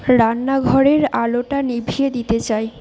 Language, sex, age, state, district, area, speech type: Bengali, female, 60+, West Bengal, Purba Bardhaman, urban, read